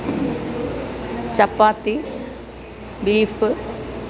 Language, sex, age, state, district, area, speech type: Malayalam, female, 60+, Kerala, Alappuzha, urban, spontaneous